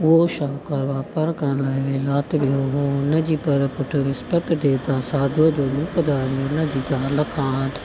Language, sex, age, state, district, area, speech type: Sindhi, female, 30-45, Gujarat, Junagadh, rural, spontaneous